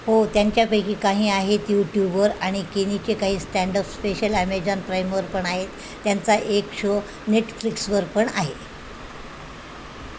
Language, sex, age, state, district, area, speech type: Marathi, female, 60+, Maharashtra, Nanded, rural, read